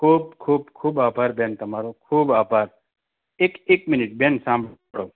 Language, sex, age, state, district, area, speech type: Gujarati, male, 45-60, Gujarat, Anand, urban, conversation